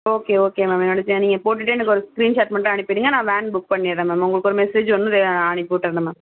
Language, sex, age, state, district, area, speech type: Tamil, female, 45-60, Tamil Nadu, Tiruvarur, urban, conversation